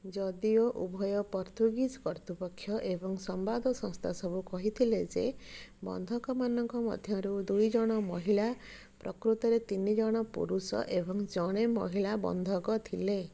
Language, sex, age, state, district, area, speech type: Odia, female, 45-60, Odisha, Puri, urban, read